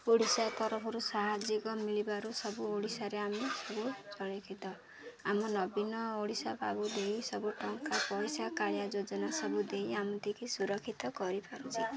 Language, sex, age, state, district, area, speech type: Odia, female, 30-45, Odisha, Ganjam, urban, spontaneous